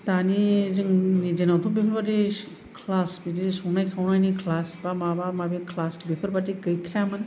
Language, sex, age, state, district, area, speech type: Bodo, female, 60+, Assam, Kokrajhar, urban, spontaneous